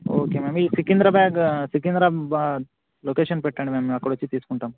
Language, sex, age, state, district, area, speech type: Telugu, male, 18-30, Telangana, Suryapet, urban, conversation